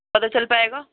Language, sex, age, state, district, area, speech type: Urdu, female, 30-45, Delhi, Central Delhi, urban, conversation